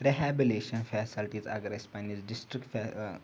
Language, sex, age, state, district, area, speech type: Kashmiri, male, 18-30, Jammu and Kashmir, Ganderbal, rural, spontaneous